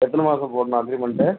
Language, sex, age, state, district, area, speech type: Tamil, male, 45-60, Tamil Nadu, Viluppuram, rural, conversation